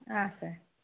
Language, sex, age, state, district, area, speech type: Kannada, female, 18-30, Karnataka, Davanagere, rural, conversation